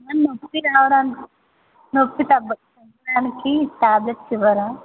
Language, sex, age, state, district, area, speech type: Telugu, female, 18-30, Telangana, Medchal, urban, conversation